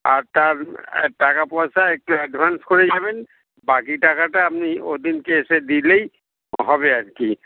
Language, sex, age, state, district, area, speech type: Bengali, male, 60+, West Bengal, Dakshin Dinajpur, rural, conversation